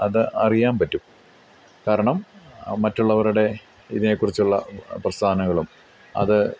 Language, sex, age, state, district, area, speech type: Malayalam, male, 45-60, Kerala, Idukki, rural, spontaneous